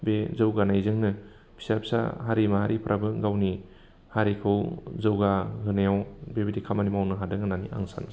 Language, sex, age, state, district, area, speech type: Bodo, male, 30-45, Assam, Udalguri, urban, spontaneous